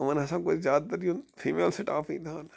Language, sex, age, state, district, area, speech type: Kashmiri, male, 30-45, Jammu and Kashmir, Bandipora, rural, spontaneous